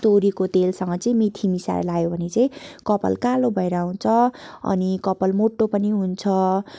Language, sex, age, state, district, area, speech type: Nepali, female, 18-30, West Bengal, Darjeeling, rural, spontaneous